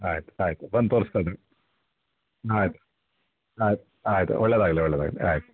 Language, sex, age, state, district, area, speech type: Kannada, male, 60+, Karnataka, Chitradurga, rural, conversation